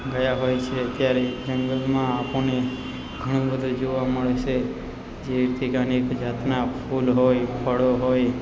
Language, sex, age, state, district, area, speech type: Gujarati, male, 30-45, Gujarat, Narmada, rural, spontaneous